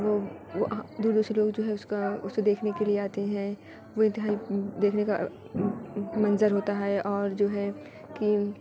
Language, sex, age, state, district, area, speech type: Urdu, female, 45-60, Uttar Pradesh, Aligarh, rural, spontaneous